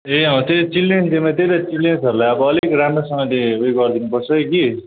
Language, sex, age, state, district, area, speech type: Nepali, male, 18-30, West Bengal, Kalimpong, rural, conversation